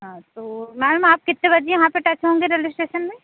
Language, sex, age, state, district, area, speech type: Hindi, female, 30-45, Madhya Pradesh, Seoni, urban, conversation